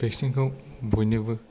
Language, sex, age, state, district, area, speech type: Bodo, male, 30-45, Assam, Kokrajhar, rural, spontaneous